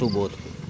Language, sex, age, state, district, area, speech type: Maithili, male, 30-45, Bihar, Muzaffarpur, rural, spontaneous